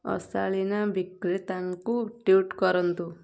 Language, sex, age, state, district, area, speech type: Odia, female, 30-45, Odisha, Kendujhar, urban, read